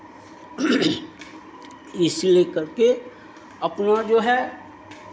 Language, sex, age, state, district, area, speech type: Hindi, male, 60+, Bihar, Begusarai, rural, spontaneous